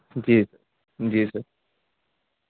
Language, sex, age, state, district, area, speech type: Urdu, male, 18-30, Uttar Pradesh, Azamgarh, rural, conversation